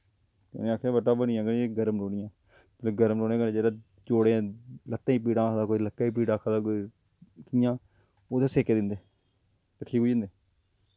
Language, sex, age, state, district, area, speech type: Dogri, male, 30-45, Jammu and Kashmir, Jammu, rural, spontaneous